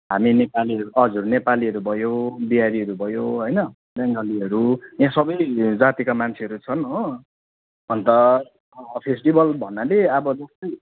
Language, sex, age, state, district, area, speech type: Nepali, male, 30-45, West Bengal, Jalpaiguri, rural, conversation